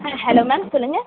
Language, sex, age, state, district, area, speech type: Tamil, female, 18-30, Tamil Nadu, Thanjavur, urban, conversation